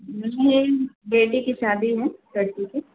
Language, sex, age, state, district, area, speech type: Hindi, female, 45-60, Uttar Pradesh, Azamgarh, rural, conversation